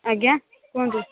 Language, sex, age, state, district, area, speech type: Odia, female, 45-60, Odisha, Angul, rural, conversation